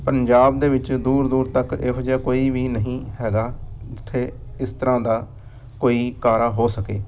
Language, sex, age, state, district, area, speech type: Punjabi, male, 45-60, Punjab, Amritsar, urban, spontaneous